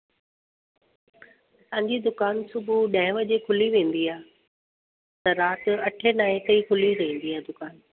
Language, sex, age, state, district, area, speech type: Sindhi, female, 45-60, Delhi, South Delhi, urban, conversation